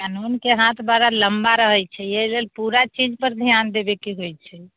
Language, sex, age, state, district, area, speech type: Maithili, female, 30-45, Bihar, Sitamarhi, urban, conversation